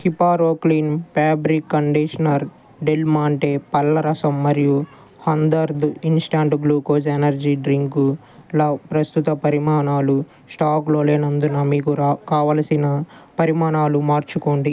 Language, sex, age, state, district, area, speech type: Telugu, male, 30-45, Andhra Pradesh, Guntur, urban, read